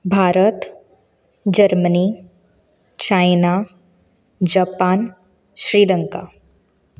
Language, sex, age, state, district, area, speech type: Goan Konkani, female, 18-30, Goa, Canacona, rural, spontaneous